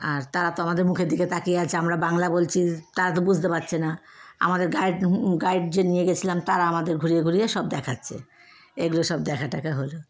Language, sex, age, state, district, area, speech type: Bengali, female, 30-45, West Bengal, Howrah, urban, spontaneous